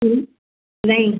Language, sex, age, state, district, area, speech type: Hindi, female, 60+, Uttar Pradesh, Azamgarh, rural, conversation